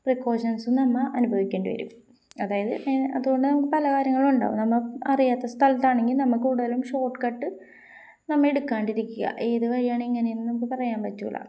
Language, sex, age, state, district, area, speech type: Malayalam, female, 18-30, Kerala, Kozhikode, rural, spontaneous